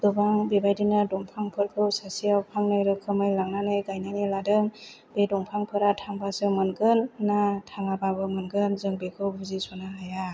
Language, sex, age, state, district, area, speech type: Bodo, female, 30-45, Assam, Chirang, rural, spontaneous